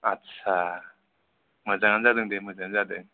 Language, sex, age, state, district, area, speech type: Bodo, male, 18-30, Assam, Chirang, rural, conversation